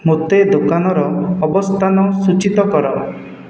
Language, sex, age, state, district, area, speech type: Odia, male, 30-45, Odisha, Khordha, rural, read